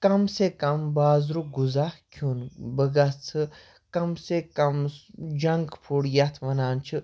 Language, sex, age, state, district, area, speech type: Kashmiri, male, 30-45, Jammu and Kashmir, Baramulla, urban, spontaneous